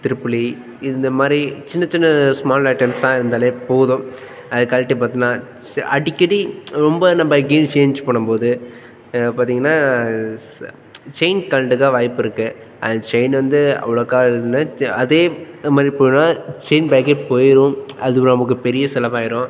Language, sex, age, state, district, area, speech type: Tamil, male, 18-30, Tamil Nadu, Tiruchirappalli, rural, spontaneous